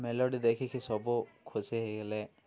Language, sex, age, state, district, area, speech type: Odia, male, 18-30, Odisha, Koraput, urban, spontaneous